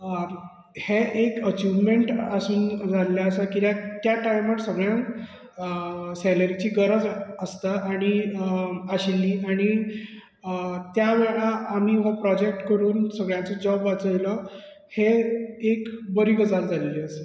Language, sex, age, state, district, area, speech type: Goan Konkani, male, 30-45, Goa, Bardez, urban, spontaneous